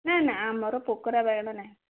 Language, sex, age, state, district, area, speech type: Odia, female, 18-30, Odisha, Bhadrak, rural, conversation